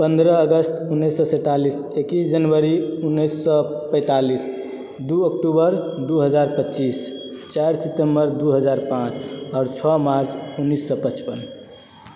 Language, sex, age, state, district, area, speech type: Maithili, male, 30-45, Bihar, Supaul, rural, spontaneous